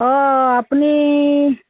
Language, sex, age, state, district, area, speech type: Assamese, female, 60+, Assam, Charaideo, urban, conversation